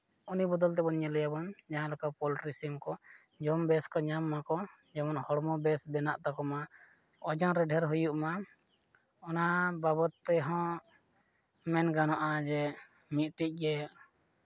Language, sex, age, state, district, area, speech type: Santali, male, 30-45, Jharkhand, East Singhbhum, rural, spontaneous